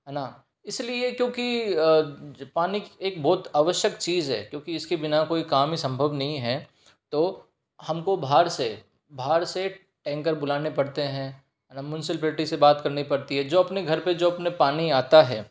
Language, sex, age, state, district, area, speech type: Hindi, male, 18-30, Rajasthan, Jaipur, urban, spontaneous